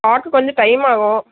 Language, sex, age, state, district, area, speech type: Tamil, female, 18-30, Tamil Nadu, Tirunelveli, rural, conversation